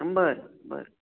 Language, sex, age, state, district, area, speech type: Marathi, female, 60+, Maharashtra, Pune, urban, conversation